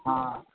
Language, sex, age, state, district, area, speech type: Sindhi, male, 60+, Uttar Pradesh, Lucknow, urban, conversation